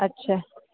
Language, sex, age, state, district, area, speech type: Sindhi, female, 45-60, Rajasthan, Ajmer, urban, conversation